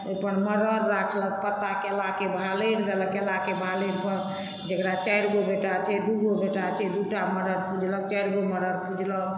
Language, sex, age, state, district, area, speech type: Maithili, female, 60+, Bihar, Supaul, rural, spontaneous